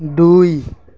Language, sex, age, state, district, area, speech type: Assamese, male, 45-60, Assam, Lakhimpur, rural, read